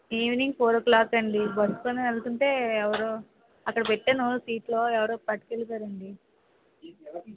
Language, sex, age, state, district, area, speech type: Telugu, female, 30-45, Andhra Pradesh, Vizianagaram, urban, conversation